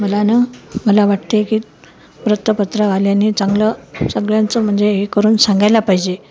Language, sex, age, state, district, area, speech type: Marathi, female, 60+, Maharashtra, Nanded, rural, spontaneous